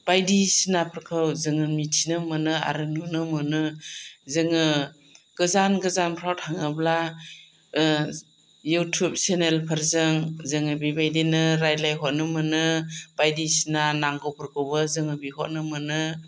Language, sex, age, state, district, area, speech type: Bodo, female, 45-60, Assam, Chirang, rural, spontaneous